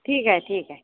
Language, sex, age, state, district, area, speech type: Marathi, female, 30-45, Maharashtra, Yavatmal, rural, conversation